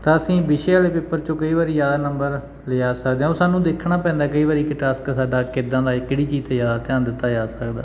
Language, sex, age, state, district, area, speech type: Punjabi, male, 30-45, Punjab, Bathinda, rural, spontaneous